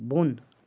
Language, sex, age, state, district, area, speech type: Kashmiri, male, 18-30, Jammu and Kashmir, Bandipora, rural, read